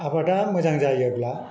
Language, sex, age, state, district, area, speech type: Bodo, male, 60+, Assam, Kokrajhar, rural, spontaneous